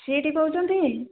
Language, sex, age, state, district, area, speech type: Odia, female, 45-60, Odisha, Angul, rural, conversation